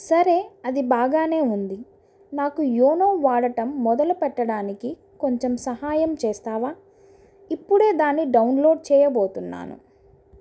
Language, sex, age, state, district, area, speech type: Telugu, female, 30-45, Andhra Pradesh, Chittoor, urban, read